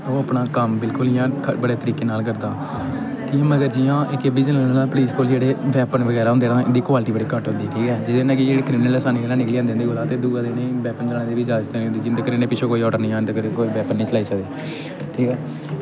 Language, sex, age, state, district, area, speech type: Dogri, male, 18-30, Jammu and Kashmir, Kathua, rural, spontaneous